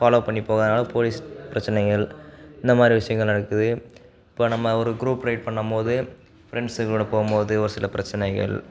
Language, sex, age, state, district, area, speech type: Tamil, male, 18-30, Tamil Nadu, Sivaganga, rural, spontaneous